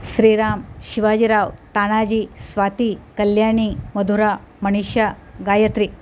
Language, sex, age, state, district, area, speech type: Marathi, female, 45-60, Maharashtra, Nanded, rural, spontaneous